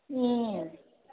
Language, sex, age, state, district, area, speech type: Manipuri, female, 45-60, Manipur, Ukhrul, rural, conversation